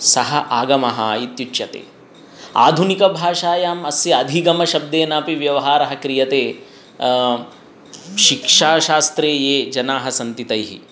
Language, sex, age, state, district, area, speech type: Sanskrit, male, 30-45, Telangana, Hyderabad, urban, spontaneous